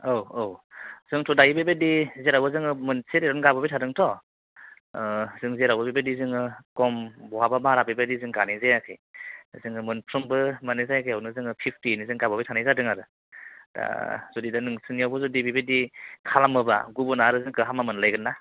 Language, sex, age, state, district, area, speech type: Bodo, male, 30-45, Assam, Udalguri, urban, conversation